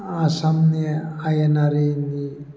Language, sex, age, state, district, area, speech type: Bodo, male, 45-60, Assam, Baksa, urban, spontaneous